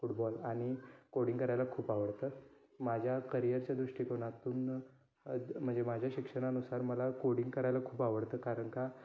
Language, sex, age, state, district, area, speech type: Marathi, male, 18-30, Maharashtra, Kolhapur, rural, spontaneous